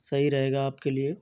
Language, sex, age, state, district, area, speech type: Hindi, male, 30-45, Uttar Pradesh, Ghazipur, rural, spontaneous